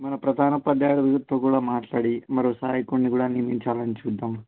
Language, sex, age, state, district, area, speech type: Telugu, male, 18-30, Telangana, Hyderabad, urban, conversation